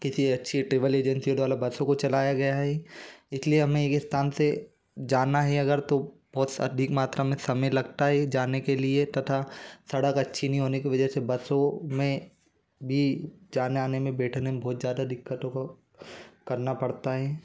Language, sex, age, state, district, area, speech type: Hindi, male, 18-30, Madhya Pradesh, Bhopal, urban, spontaneous